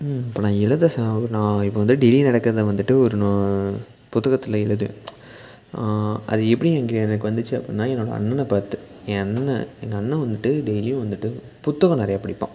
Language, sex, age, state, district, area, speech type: Tamil, male, 18-30, Tamil Nadu, Salem, rural, spontaneous